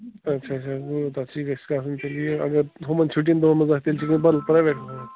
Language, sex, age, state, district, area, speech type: Kashmiri, male, 30-45, Jammu and Kashmir, Bandipora, rural, conversation